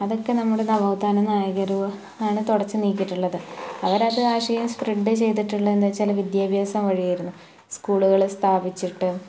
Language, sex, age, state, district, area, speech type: Malayalam, female, 18-30, Kerala, Malappuram, rural, spontaneous